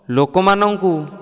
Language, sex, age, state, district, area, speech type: Odia, male, 30-45, Odisha, Dhenkanal, rural, spontaneous